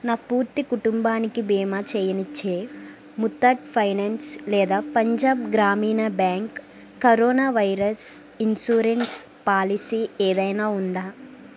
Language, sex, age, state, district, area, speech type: Telugu, female, 30-45, Andhra Pradesh, East Godavari, rural, read